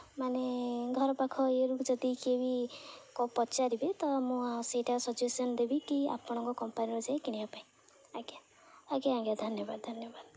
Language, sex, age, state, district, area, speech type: Odia, female, 18-30, Odisha, Jagatsinghpur, rural, spontaneous